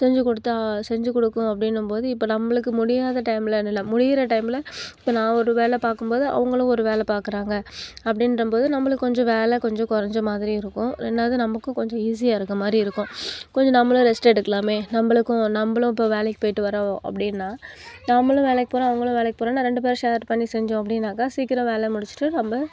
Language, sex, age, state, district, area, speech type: Tamil, female, 30-45, Tamil Nadu, Nagapattinam, rural, spontaneous